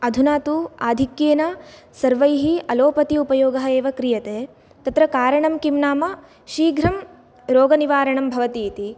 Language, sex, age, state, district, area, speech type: Sanskrit, female, 18-30, Karnataka, Bagalkot, urban, spontaneous